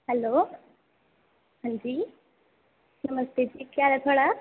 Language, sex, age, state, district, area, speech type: Dogri, female, 18-30, Jammu and Kashmir, Kathua, rural, conversation